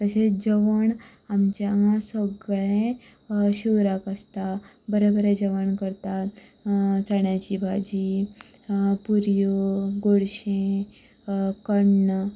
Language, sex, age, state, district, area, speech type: Goan Konkani, female, 18-30, Goa, Canacona, rural, spontaneous